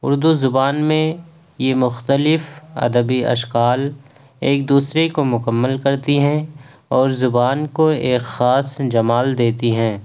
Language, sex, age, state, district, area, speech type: Urdu, male, 18-30, Uttar Pradesh, Ghaziabad, urban, spontaneous